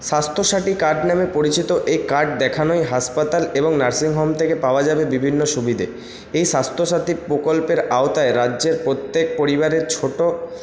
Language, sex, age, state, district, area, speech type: Bengali, male, 30-45, West Bengal, Paschim Bardhaman, rural, spontaneous